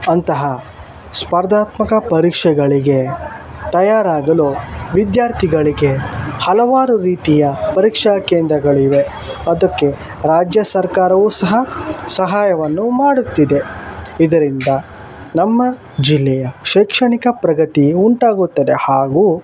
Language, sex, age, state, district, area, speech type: Kannada, male, 18-30, Karnataka, Shimoga, rural, spontaneous